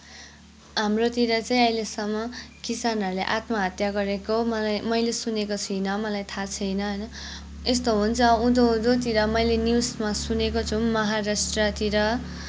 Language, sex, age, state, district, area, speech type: Nepali, female, 18-30, West Bengal, Kalimpong, rural, spontaneous